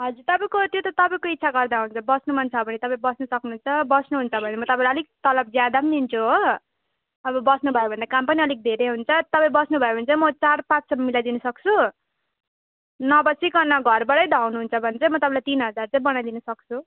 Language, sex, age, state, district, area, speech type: Nepali, female, 18-30, West Bengal, Darjeeling, rural, conversation